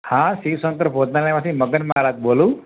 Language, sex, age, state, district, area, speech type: Gujarati, male, 30-45, Gujarat, Ahmedabad, urban, conversation